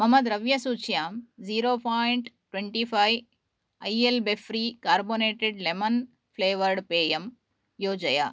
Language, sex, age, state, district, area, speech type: Sanskrit, female, 30-45, Karnataka, Udupi, urban, read